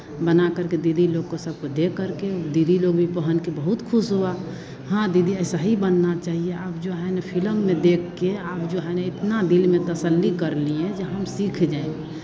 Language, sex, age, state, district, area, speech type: Hindi, female, 45-60, Bihar, Madhepura, rural, spontaneous